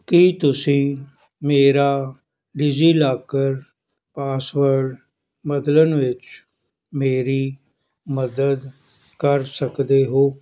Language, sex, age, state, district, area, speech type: Punjabi, male, 60+, Punjab, Fazilka, rural, read